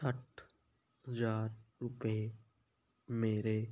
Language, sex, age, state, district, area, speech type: Punjabi, male, 18-30, Punjab, Muktsar, urban, read